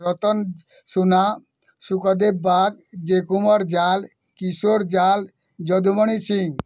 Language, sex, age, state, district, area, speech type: Odia, male, 60+, Odisha, Bargarh, urban, spontaneous